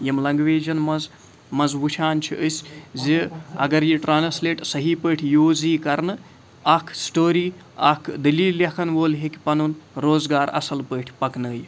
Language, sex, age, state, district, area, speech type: Kashmiri, male, 45-60, Jammu and Kashmir, Srinagar, urban, spontaneous